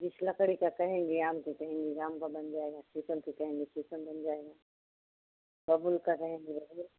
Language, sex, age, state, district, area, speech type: Hindi, female, 60+, Uttar Pradesh, Ayodhya, rural, conversation